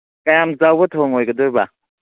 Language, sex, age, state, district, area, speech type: Manipuri, male, 30-45, Manipur, Churachandpur, rural, conversation